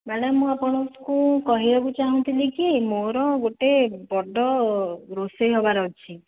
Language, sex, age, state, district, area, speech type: Odia, female, 18-30, Odisha, Jajpur, rural, conversation